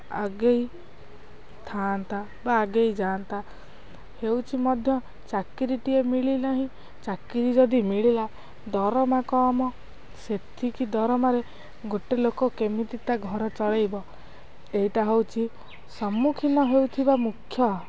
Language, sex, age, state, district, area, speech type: Odia, female, 18-30, Odisha, Kendrapara, urban, spontaneous